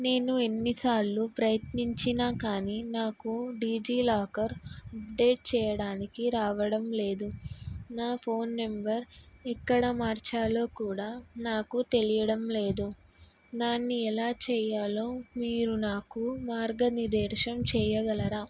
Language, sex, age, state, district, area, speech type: Telugu, female, 18-30, Telangana, Karimnagar, urban, spontaneous